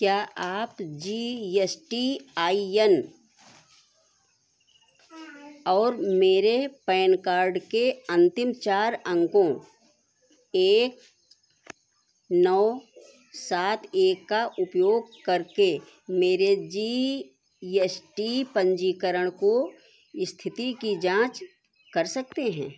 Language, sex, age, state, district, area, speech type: Hindi, female, 60+, Uttar Pradesh, Sitapur, rural, read